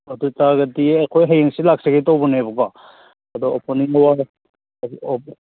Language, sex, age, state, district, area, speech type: Manipuri, male, 30-45, Manipur, Kakching, rural, conversation